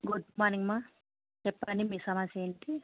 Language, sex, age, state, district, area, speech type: Telugu, female, 18-30, Andhra Pradesh, Krishna, urban, conversation